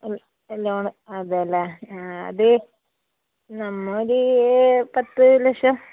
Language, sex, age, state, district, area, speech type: Malayalam, female, 45-60, Kerala, Kasaragod, rural, conversation